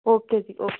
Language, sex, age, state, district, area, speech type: Punjabi, female, 30-45, Punjab, Amritsar, rural, conversation